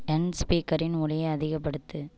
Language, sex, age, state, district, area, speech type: Tamil, female, 60+, Tamil Nadu, Ariyalur, rural, read